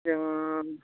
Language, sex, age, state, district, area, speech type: Bodo, female, 45-60, Assam, Kokrajhar, rural, conversation